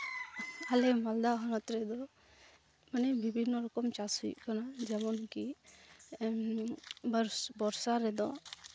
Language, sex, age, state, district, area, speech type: Santali, female, 18-30, West Bengal, Malda, rural, spontaneous